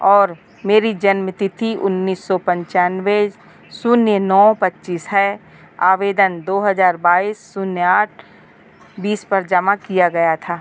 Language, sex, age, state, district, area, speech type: Hindi, female, 45-60, Madhya Pradesh, Narsinghpur, rural, read